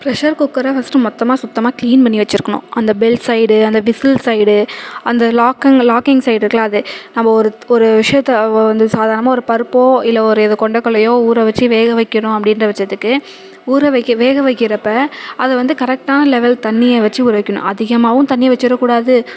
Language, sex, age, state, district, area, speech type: Tamil, female, 18-30, Tamil Nadu, Thanjavur, urban, spontaneous